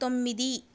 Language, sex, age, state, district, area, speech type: Telugu, female, 45-60, Andhra Pradesh, East Godavari, rural, read